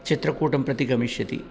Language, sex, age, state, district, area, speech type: Sanskrit, male, 60+, Telangana, Peddapalli, urban, spontaneous